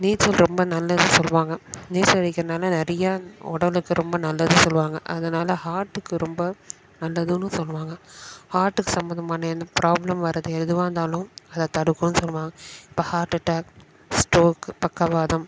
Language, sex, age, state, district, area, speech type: Tamil, female, 30-45, Tamil Nadu, Chennai, urban, spontaneous